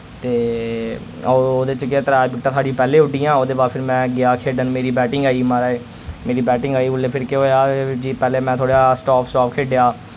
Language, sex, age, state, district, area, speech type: Dogri, male, 18-30, Jammu and Kashmir, Jammu, rural, spontaneous